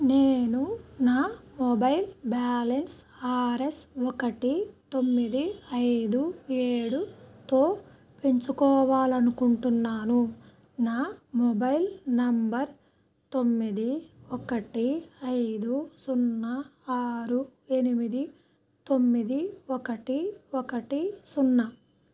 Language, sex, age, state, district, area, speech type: Telugu, female, 30-45, Andhra Pradesh, Krishna, rural, read